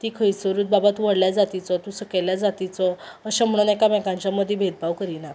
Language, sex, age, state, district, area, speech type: Goan Konkani, female, 18-30, Goa, Ponda, rural, spontaneous